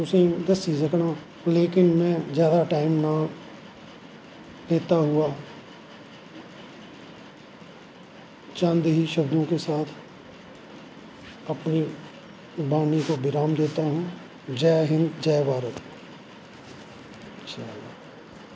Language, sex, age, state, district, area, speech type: Dogri, male, 45-60, Jammu and Kashmir, Samba, rural, spontaneous